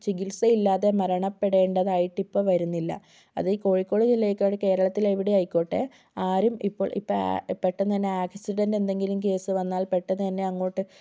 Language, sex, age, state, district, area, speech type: Malayalam, female, 18-30, Kerala, Kozhikode, urban, spontaneous